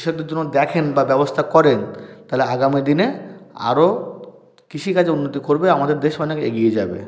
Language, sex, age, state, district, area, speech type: Bengali, male, 30-45, West Bengal, South 24 Parganas, rural, spontaneous